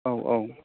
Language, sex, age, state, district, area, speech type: Bodo, male, 30-45, Assam, Chirang, urban, conversation